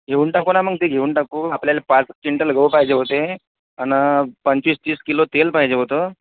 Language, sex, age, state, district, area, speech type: Marathi, male, 18-30, Maharashtra, Akola, rural, conversation